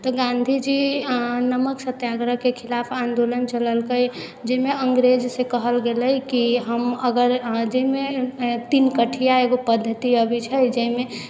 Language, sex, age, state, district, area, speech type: Maithili, female, 18-30, Bihar, Sitamarhi, urban, spontaneous